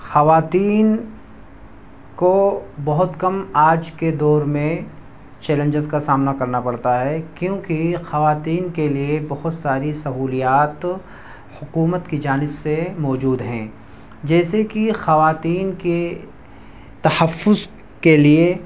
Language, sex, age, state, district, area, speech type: Urdu, male, 18-30, Uttar Pradesh, Siddharthnagar, rural, spontaneous